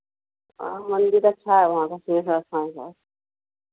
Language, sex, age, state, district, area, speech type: Hindi, female, 45-60, Bihar, Madhepura, rural, conversation